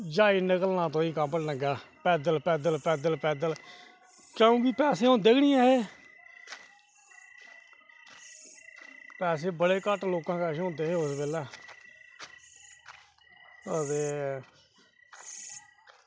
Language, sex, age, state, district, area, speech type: Dogri, male, 30-45, Jammu and Kashmir, Reasi, rural, spontaneous